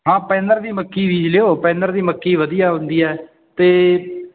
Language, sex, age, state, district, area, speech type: Punjabi, male, 18-30, Punjab, Bathinda, rural, conversation